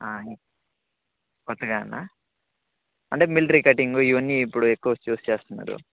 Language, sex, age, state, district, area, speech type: Telugu, male, 18-30, Andhra Pradesh, Annamaya, rural, conversation